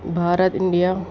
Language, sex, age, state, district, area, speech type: Urdu, female, 30-45, Delhi, East Delhi, urban, spontaneous